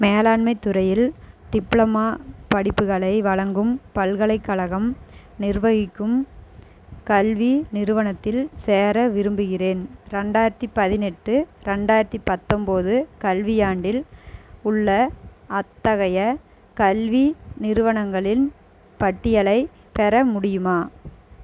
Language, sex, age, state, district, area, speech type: Tamil, female, 30-45, Tamil Nadu, Erode, rural, read